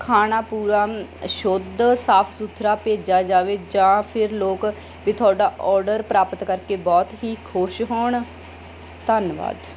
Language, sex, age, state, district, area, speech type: Punjabi, female, 30-45, Punjab, Mansa, urban, spontaneous